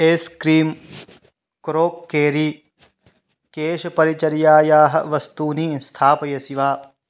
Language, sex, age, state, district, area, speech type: Sanskrit, male, 18-30, Bihar, Madhubani, rural, read